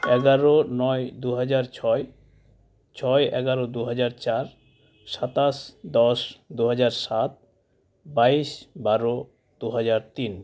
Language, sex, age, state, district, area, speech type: Santali, male, 30-45, West Bengal, Uttar Dinajpur, rural, spontaneous